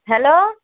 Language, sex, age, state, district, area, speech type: Bengali, female, 18-30, West Bengal, Cooch Behar, urban, conversation